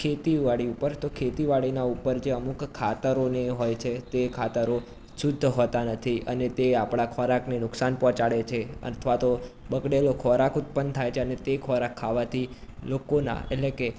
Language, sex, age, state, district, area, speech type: Gujarati, male, 18-30, Gujarat, Mehsana, urban, spontaneous